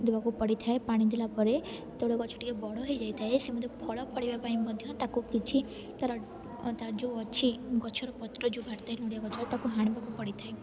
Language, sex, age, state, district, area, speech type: Odia, female, 18-30, Odisha, Rayagada, rural, spontaneous